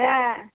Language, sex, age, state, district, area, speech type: Bengali, female, 60+, West Bengal, Darjeeling, rural, conversation